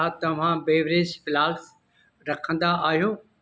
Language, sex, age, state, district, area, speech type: Sindhi, male, 60+, Madhya Pradesh, Indore, urban, read